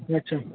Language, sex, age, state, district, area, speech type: Maithili, male, 30-45, Bihar, Purnia, urban, conversation